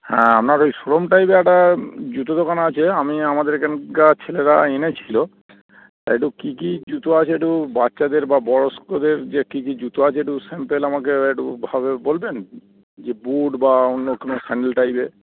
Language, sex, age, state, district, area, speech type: Bengali, male, 30-45, West Bengal, Darjeeling, rural, conversation